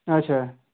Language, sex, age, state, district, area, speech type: Kashmiri, male, 18-30, Jammu and Kashmir, Ganderbal, rural, conversation